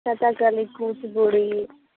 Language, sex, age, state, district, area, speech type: Telugu, female, 30-45, Telangana, Hanamkonda, rural, conversation